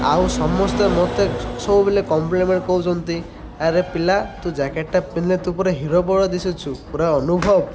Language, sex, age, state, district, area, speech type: Odia, male, 30-45, Odisha, Malkangiri, urban, spontaneous